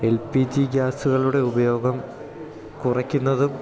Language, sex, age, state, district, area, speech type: Malayalam, male, 18-30, Kerala, Idukki, rural, spontaneous